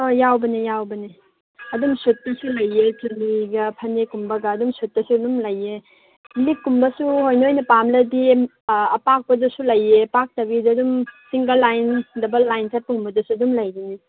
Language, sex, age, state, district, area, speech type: Manipuri, female, 30-45, Manipur, Chandel, rural, conversation